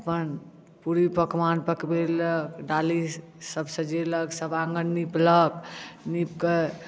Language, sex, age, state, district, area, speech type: Maithili, female, 60+, Bihar, Madhubani, urban, spontaneous